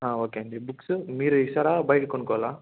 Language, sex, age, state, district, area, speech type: Telugu, male, 18-30, Andhra Pradesh, Chittoor, rural, conversation